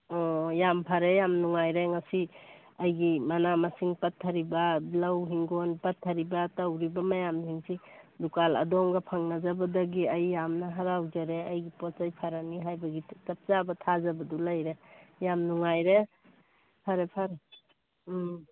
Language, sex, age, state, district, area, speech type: Manipuri, female, 45-60, Manipur, Churachandpur, urban, conversation